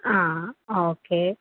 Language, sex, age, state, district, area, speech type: Malayalam, female, 45-60, Kerala, Palakkad, rural, conversation